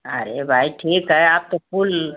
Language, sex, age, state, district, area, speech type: Hindi, female, 60+, Uttar Pradesh, Mau, urban, conversation